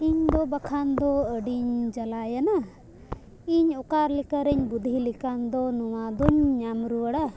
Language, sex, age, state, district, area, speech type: Santali, female, 18-30, Jharkhand, Bokaro, rural, spontaneous